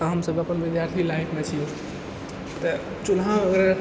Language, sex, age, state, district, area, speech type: Maithili, male, 45-60, Bihar, Purnia, rural, spontaneous